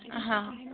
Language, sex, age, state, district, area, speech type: Sindhi, female, 18-30, Delhi, South Delhi, urban, conversation